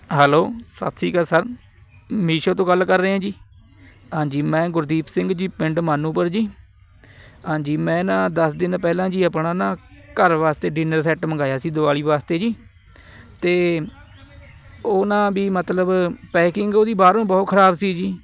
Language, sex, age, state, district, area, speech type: Punjabi, male, 18-30, Punjab, Fatehgarh Sahib, rural, spontaneous